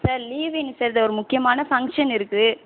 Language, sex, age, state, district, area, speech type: Tamil, female, 18-30, Tamil Nadu, Mayiladuthurai, urban, conversation